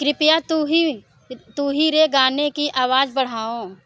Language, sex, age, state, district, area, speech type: Hindi, female, 45-60, Uttar Pradesh, Mirzapur, rural, read